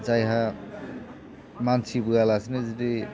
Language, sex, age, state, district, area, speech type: Bodo, male, 45-60, Assam, Chirang, urban, spontaneous